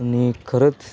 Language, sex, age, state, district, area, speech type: Marathi, male, 18-30, Maharashtra, Sangli, urban, spontaneous